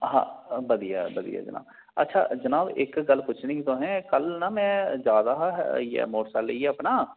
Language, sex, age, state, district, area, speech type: Dogri, male, 30-45, Jammu and Kashmir, Reasi, urban, conversation